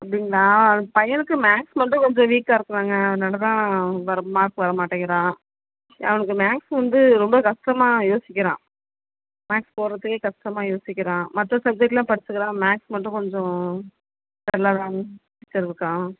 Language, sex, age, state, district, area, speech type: Tamil, female, 30-45, Tamil Nadu, Tiruchirappalli, rural, conversation